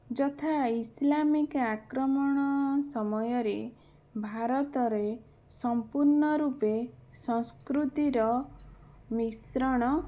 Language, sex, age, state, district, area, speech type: Odia, female, 30-45, Odisha, Bhadrak, rural, spontaneous